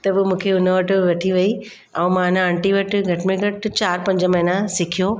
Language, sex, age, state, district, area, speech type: Sindhi, female, 30-45, Maharashtra, Mumbai Suburban, urban, spontaneous